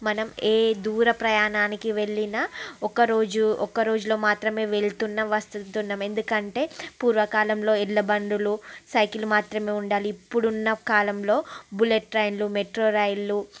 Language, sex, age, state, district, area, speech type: Telugu, female, 30-45, Andhra Pradesh, Srikakulam, urban, spontaneous